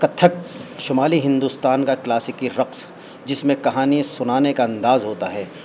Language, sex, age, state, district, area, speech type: Urdu, male, 45-60, Delhi, North East Delhi, urban, spontaneous